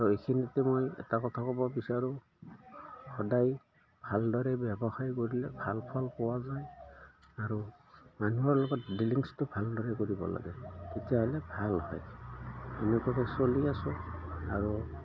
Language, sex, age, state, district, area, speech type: Assamese, male, 60+, Assam, Udalguri, rural, spontaneous